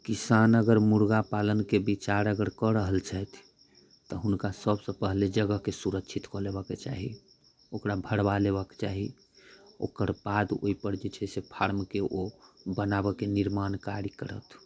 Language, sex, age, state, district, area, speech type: Maithili, male, 30-45, Bihar, Muzaffarpur, rural, spontaneous